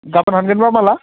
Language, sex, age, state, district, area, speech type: Bodo, male, 18-30, Assam, Udalguri, rural, conversation